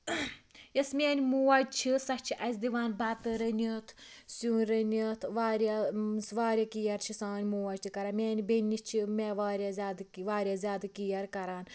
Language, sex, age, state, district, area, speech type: Kashmiri, female, 30-45, Jammu and Kashmir, Pulwama, rural, spontaneous